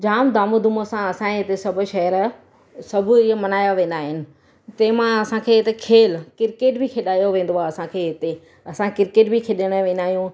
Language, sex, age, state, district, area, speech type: Sindhi, female, 30-45, Gujarat, Surat, urban, spontaneous